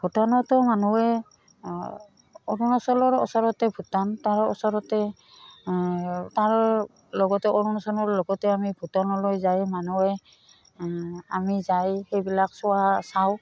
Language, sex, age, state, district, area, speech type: Assamese, female, 45-60, Assam, Udalguri, rural, spontaneous